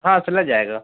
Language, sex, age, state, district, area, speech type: Hindi, male, 30-45, Madhya Pradesh, Hoshangabad, urban, conversation